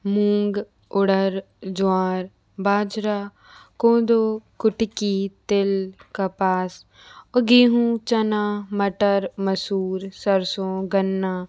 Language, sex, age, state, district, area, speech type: Hindi, female, 45-60, Madhya Pradesh, Bhopal, urban, spontaneous